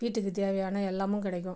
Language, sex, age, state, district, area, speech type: Tamil, female, 45-60, Tamil Nadu, Viluppuram, rural, spontaneous